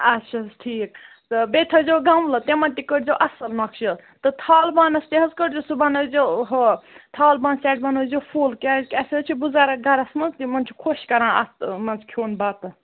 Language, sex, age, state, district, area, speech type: Kashmiri, female, 30-45, Jammu and Kashmir, Ganderbal, rural, conversation